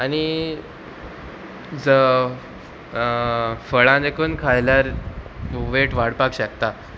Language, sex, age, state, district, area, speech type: Goan Konkani, male, 18-30, Goa, Murmgao, rural, spontaneous